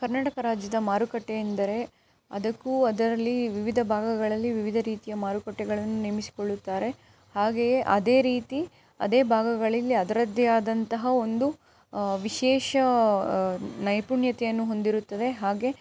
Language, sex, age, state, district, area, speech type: Kannada, female, 18-30, Karnataka, Chikkaballapur, urban, spontaneous